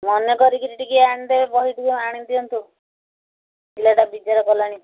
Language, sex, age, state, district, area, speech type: Odia, female, 60+, Odisha, Gajapati, rural, conversation